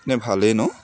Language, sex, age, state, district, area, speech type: Assamese, male, 18-30, Assam, Dibrugarh, urban, spontaneous